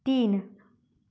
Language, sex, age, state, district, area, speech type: Goan Konkani, female, 18-30, Goa, Canacona, rural, read